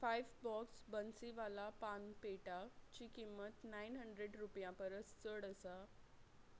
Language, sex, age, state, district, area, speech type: Goan Konkani, female, 30-45, Goa, Quepem, rural, read